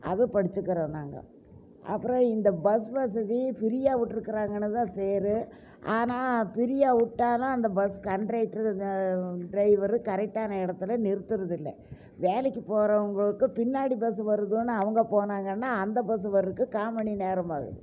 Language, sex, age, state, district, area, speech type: Tamil, female, 60+, Tamil Nadu, Coimbatore, urban, spontaneous